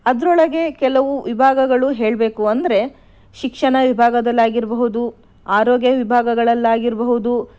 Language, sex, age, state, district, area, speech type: Kannada, female, 30-45, Karnataka, Shimoga, rural, spontaneous